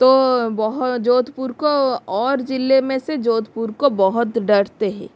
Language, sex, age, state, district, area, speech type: Hindi, female, 60+, Rajasthan, Jodhpur, rural, spontaneous